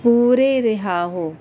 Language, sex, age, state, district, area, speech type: Urdu, female, 45-60, Delhi, North East Delhi, urban, spontaneous